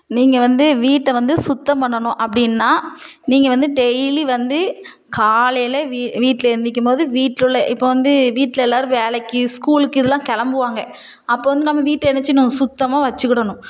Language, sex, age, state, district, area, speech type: Tamil, female, 30-45, Tamil Nadu, Thoothukudi, urban, spontaneous